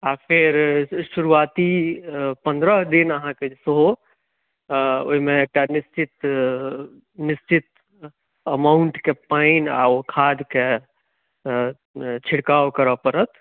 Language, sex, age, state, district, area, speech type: Maithili, male, 30-45, Bihar, Madhubani, rural, conversation